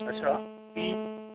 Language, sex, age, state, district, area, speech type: Dogri, male, 30-45, Jammu and Kashmir, Reasi, urban, conversation